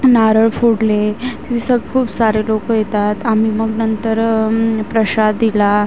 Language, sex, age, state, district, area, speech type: Marathi, female, 18-30, Maharashtra, Wardha, rural, spontaneous